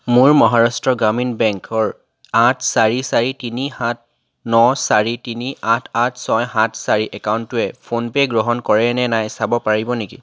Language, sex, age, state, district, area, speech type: Assamese, male, 18-30, Assam, Charaideo, urban, read